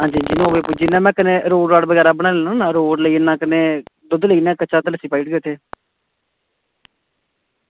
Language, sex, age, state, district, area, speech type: Dogri, male, 18-30, Jammu and Kashmir, Samba, rural, conversation